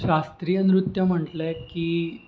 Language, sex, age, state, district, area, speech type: Goan Konkani, male, 18-30, Goa, Ponda, rural, spontaneous